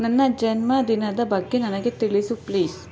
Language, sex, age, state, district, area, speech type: Kannada, female, 18-30, Karnataka, Kolar, rural, read